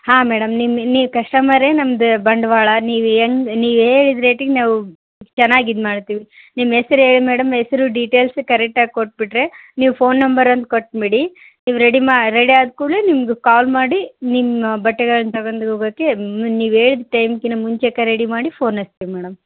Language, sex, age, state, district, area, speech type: Kannada, female, 30-45, Karnataka, Vijayanagara, rural, conversation